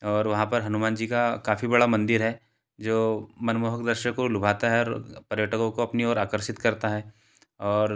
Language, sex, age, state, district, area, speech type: Hindi, male, 30-45, Madhya Pradesh, Betul, rural, spontaneous